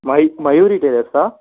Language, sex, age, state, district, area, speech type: Tamil, male, 18-30, Tamil Nadu, Ariyalur, rural, conversation